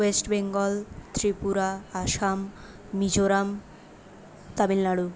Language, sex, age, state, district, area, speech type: Bengali, female, 18-30, West Bengal, Purulia, urban, spontaneous